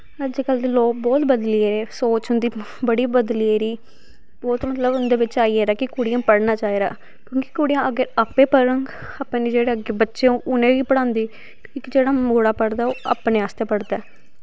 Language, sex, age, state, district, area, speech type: Dogri, female, 18-30, Jammu and Kashmir, Samba, rural, spontaneous